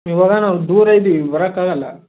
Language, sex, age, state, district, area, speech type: Kannada, male, 18-30, Karnataka, Chitradurga, rural, conversation